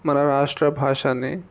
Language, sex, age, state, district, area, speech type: Telugu, male, 18-30, Telangana, Jangaon, urban, spontaneous